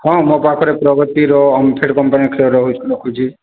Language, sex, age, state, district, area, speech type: Odia, male, 18-30, Odisha, Boudh, rural, conversation